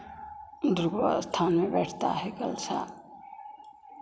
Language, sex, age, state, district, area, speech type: Hindi, female, 45-60, Bihar, Begusarai, rural, spontaneous